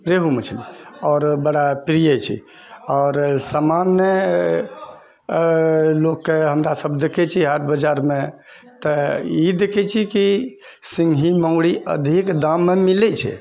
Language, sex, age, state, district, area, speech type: Maithili, male, 60+, Bihar, Purnia, rural, spontaneous